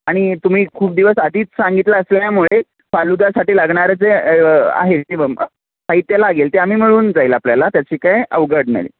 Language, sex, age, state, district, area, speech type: Marathi, male, 30-45, Maharashtra, Kolhapur, urban, conversation